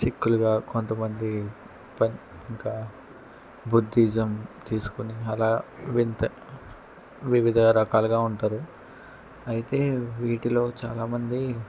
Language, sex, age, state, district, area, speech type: Telugu, male, 18-30, Andhra Pradesh, N T Rama Rao, rural, spontaneous